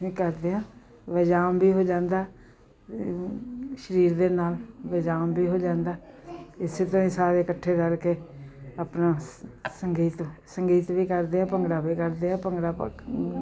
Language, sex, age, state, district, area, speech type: Punjabi, female, 60+, Punjab, Jalandhar, urban, spontaneous